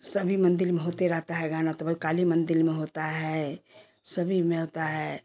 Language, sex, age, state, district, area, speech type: Hindi, female, 60+, Bihar, Samastipur, urban, spontaneous